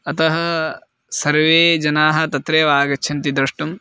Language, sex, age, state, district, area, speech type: Sanskrit, male, 18-30, Karnataka, Bagalkot, rural, spontaneous